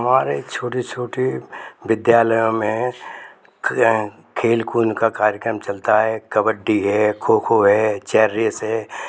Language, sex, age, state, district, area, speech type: Hindi, male, 60+, Madhya Pradesh, Gwalior, rural, spontaneous